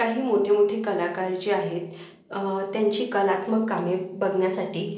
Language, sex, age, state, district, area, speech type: Marathi, female, 18-30, Maharashtra, Akola, urban, spontaneous